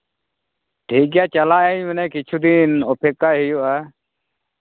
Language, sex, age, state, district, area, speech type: Santali, male, 30-45, Jharkhand, Pakur, rural, conversation